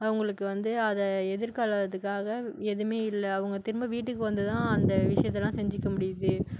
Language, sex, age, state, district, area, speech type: Tamil, female, 60+, Tamil Nadu, Cuddalore, rural, spontaneous